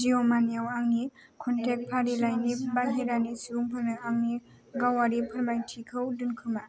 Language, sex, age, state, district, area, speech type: Bodo, female, 18-30, Assam, Kokrajhar, rural, read